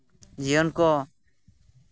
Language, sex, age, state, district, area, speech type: Santali, male, 30-45, West Bengal, Purulia, rural, spontaneous